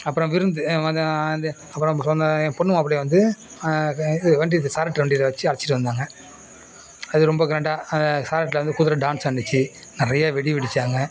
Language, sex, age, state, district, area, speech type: Tamil, male, 60+, Tamil Nadu, Nagapattinam, rural, spontaneous